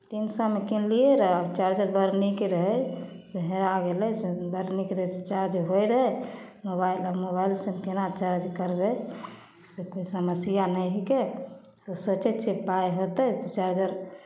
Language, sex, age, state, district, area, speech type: Maithili, female, 45-60, Bihar, Samastipur, rural, spontaneous